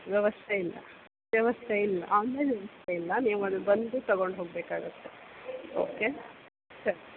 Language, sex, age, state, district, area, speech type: Kannada, female, 30-45, Karnataka, Bellary, rural, conversation